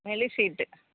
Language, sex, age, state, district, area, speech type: Malayalam, female, 60+, Kerala, Alappuzha, rural, conversation